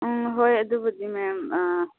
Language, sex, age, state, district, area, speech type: Manipuri, female, 18-30, Manipur, Kakching, rural, conversation